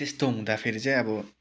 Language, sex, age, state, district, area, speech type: Nepali, male, 18-30, West Bengal, Kalimpong, rural, spontaneous